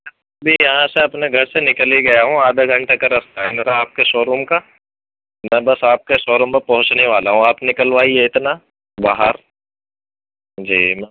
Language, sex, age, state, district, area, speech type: Urdu, male, 45-60, Uttar Pradesh, Gautam Buddha Nagar, rural, conversation